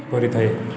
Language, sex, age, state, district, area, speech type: Odia, male, 30-45, Odisha, Balangir, urban, spontaneous